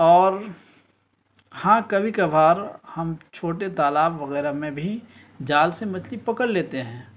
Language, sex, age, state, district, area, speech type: Urdu, male, 18-30, Bihar, Araria, rural, spontaneous